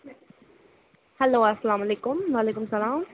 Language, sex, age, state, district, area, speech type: Kashmiri, female, 18-30, Jammu and Kashmir, Budgam, rural, conversation